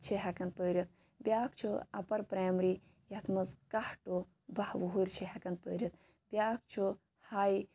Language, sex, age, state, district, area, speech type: Kashmiri, female, 18-30, Jammu and Kashmir, Shopian, rural, spontaneous